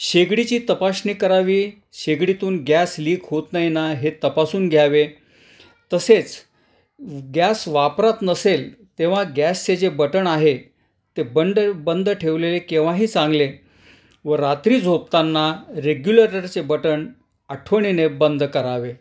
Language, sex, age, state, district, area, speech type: Marathi, male, 60+, Maharashtra, Nashik, urban, spontaneous